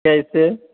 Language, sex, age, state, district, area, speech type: Hindi, male, 18-30, Bihar, Samastipur, rural, conversation